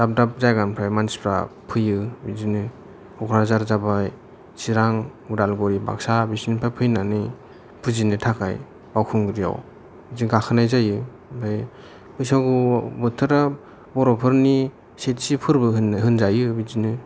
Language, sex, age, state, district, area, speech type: Bodo, male, 18-30, Assam, Chirang, urban, spontaneous